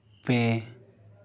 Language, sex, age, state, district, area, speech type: Santali, male, 18-30, West Bengal, Bankura, rural, read